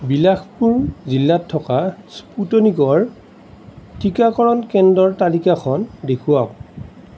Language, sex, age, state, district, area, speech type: Assamese, male, 45-60, Assam, Darrang, rural, read